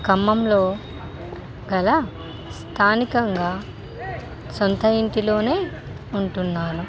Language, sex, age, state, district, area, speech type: Telugu, female, 18-30, Telangana, Khammam, urban, spontaneous